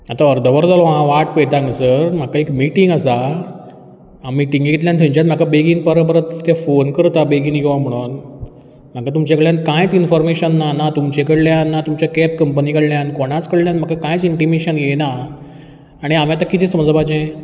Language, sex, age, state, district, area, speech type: Goan Konkani, male, 30-45, Goa, Ponda, rural, spontaneous